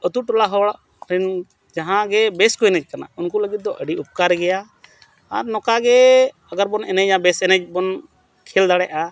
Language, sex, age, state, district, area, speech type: Santali, male, 45-60, Jharkhand, Bokaro, rural, spontaneous